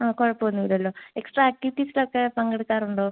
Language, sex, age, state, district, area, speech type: Malayalam, female, 18-30, Kerala, Kollam, rural, conversation